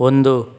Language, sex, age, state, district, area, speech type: Kannada, male, 18-30, Karnataka, Chikkaballapur, urban, read